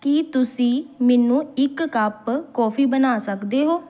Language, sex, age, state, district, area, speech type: Punjabi, female, 30-45, Punjab, Amritsar, urban, read